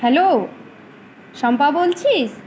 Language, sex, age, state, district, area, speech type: Bengali, female, 18-30, West Bengal, Uttar Dinajpur, urban, spontaneous